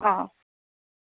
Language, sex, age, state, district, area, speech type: Assamese, female, 45-60, Assam, Nalbari, rural, conversation